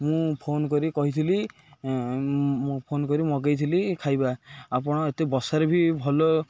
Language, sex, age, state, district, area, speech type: Odia, male, 18-30, Odisha, Ganjam, urban, spontaneous